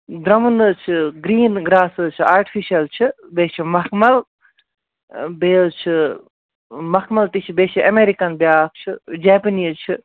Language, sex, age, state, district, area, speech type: Kashmiri, female, 18-30, Jammu and Kashmir, Baramulla, rural, conversation